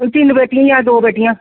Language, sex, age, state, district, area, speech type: Dogri, female, 45-60, Jammu and Kashmir, Reasi, rural, conversation